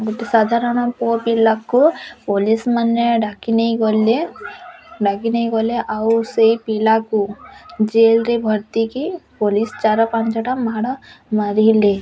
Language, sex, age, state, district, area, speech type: Odia, female, 18-30, Odisha, Bargarh, rural, spontaneous